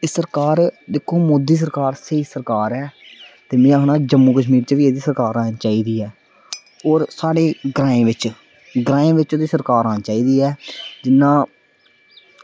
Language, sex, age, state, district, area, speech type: Dogri, male, 18-30, Jammu and Kashmir, Samba, rural, spontaneous